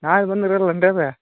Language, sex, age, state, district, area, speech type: Kannada, male, 30-45, Karnataka, Gadag, rural, conversation